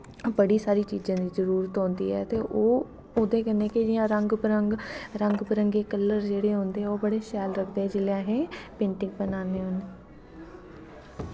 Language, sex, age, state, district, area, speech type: Dogri, female, 18-30, Jammu and Kashmir, Kathua, urban, spontaneous